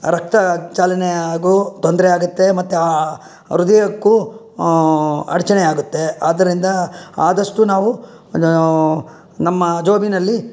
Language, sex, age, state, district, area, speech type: Kannada, male, 60+, Karnataka, Bangalore Urban, rural, spontaneous